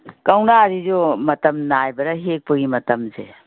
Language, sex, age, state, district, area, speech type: Manipuri, female, 60+, Manipur, Kangpokpi, urban, conversation